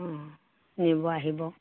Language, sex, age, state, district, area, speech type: Assamese, female, 60+, Assam, Morigaon, rural, conversation